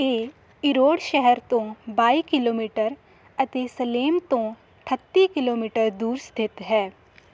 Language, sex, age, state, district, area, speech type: Punjabi, female, 18-30, Punjab, Hoshiarpur, rural, read